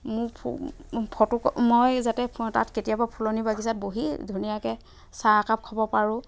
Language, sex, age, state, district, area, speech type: Assamese, female, 30-45, Assam, Dhemaji, rural, spontaneous